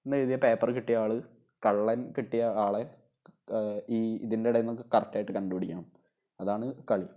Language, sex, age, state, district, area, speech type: Malayalam, male, 18-30, Kerala, Thrissur, urban, spontaneous